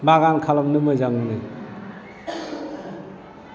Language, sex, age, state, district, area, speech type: Bodo, male, 60+, Assam, Chirang, rural, spontaneous